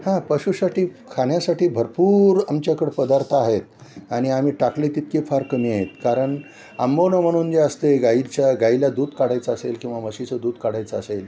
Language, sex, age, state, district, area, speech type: Marathi, male, 60+, Maharashtra, Nanded, urban, spontaneous